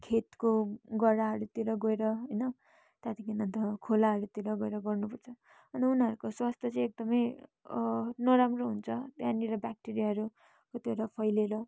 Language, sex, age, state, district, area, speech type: Nepali, female, 18-30, West Bengal, Kalimpong, rural, spontaneous